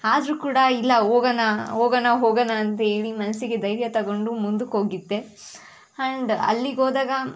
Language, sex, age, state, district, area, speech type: Kannada, female, 18-30, Karnataka, Tumkur, rural, spontaneous